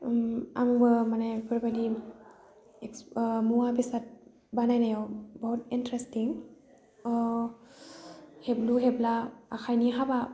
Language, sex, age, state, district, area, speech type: Bodo, female, 18-30, Assam, Udalguri, rural, spontaneous